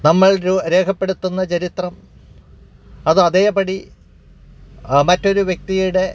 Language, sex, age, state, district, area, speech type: Malayalam, male, 45-60, Kerala, Alappuzha, urban, spontaneous